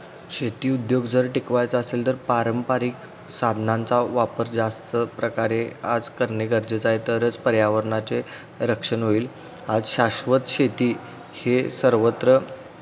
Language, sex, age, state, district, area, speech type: Marathi, male, 18-30, Maharashtra, Kolhapur, urban, spontaneous